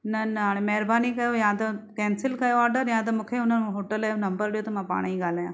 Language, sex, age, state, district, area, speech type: Sindhi, female, 45-60, Maharashtra, Thane, urban, spontaneous